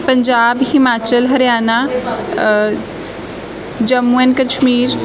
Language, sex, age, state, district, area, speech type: Punjabi, female, 18-30, Punjab, Gurdaspur, rural, spontaneous